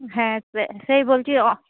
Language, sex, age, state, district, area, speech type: Bengali, female, 30-45, West Bengal, Hooghly, urban, conversation